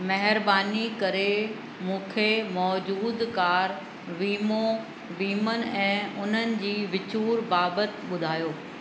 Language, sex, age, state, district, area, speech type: Sindhi, female, 60+, Uttar Pradesh, Lucknow, rural, read